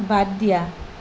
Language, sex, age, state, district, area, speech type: Assamese, female, 30-45, Assam, Nalbari, rural, read